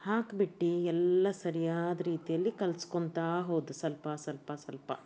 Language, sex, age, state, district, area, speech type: Kannada, female, 60+, Karnataka, Bidar, urban, spontaneous